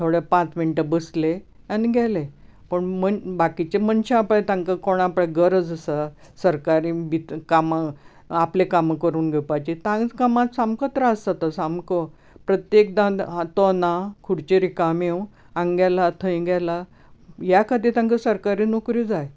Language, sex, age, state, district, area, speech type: Goan Konkani, female, 60+, Goa, Bardez, urban, spontaneous